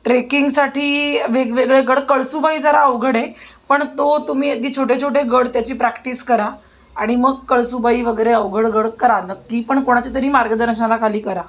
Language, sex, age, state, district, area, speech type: Marathi, female, 30-45, Maharashtra, Pune, urban, spontaneous